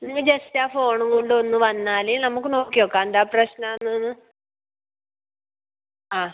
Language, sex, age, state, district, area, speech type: Malayalam, female, 30-45, Kerala, Kasaragod, rural, conversation